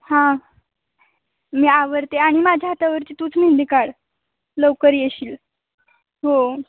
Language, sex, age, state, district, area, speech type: Marathi, female, 18-30, Maharashtra, Ratnagiri, urban, conversation